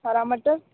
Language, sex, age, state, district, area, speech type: Hindi, female, 45-60, Uttar Pradesh, Sonbhadra, rural, conversation